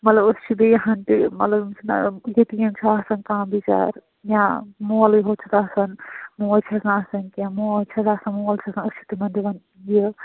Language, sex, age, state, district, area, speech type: Kashmiri, female, 30-45, Jammu and Kashmir, Kulgam, rural, conversation